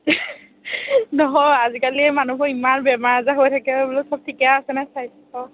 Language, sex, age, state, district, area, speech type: Assamese, female, 18-30, Assam, Morigaon, rural, conversation